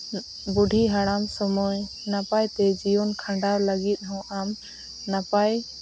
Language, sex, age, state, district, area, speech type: Santali, female, 18-30, Jharkhand, Seraikela Kharsawan, rural, spontaneous